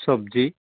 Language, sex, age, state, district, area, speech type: Assamese, male, 45-60, Assam, Dhemaji, rural, conversation